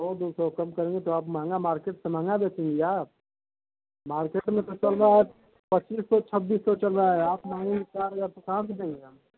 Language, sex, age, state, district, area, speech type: Hindi, male, 30-45, Uttar Pradesh, Mau, urban, conversation